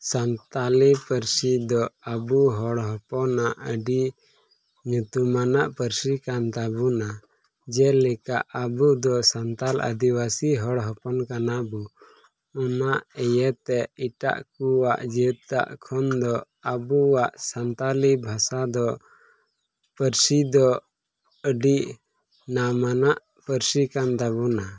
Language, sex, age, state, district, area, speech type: Santali, male, 18-30, Jharkhand, Pakur, rural, spontaneous